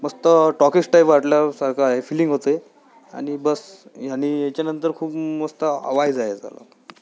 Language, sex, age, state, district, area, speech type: Marathi, male, 18-30, Maharashtra, Amravati, urban, spontaneous